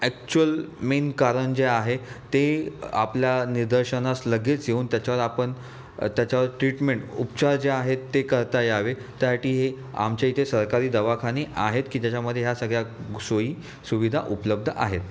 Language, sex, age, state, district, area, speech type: Marathi, male, 30-45, Maharashtra, Raigad, rural, spontaneous